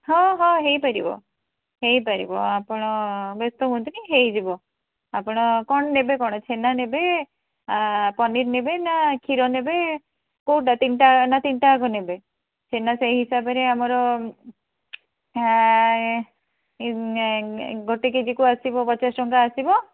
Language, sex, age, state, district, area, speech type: Odia, female, 45-60, Odisha, Bhadrak, rural, conversation